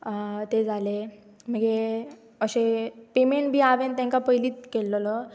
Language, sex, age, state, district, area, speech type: Goan Konkani, female, 18-30, Goa, Pernem, rural, spontaneous